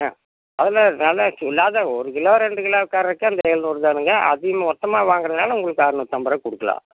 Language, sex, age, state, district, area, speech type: Tamil, male, 60+, Tamil Nadu, Erode, rural, conversation